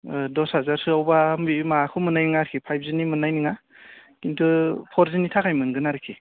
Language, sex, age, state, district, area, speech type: Bodo, male, 30-45, Assam, Chirang, rural, conversation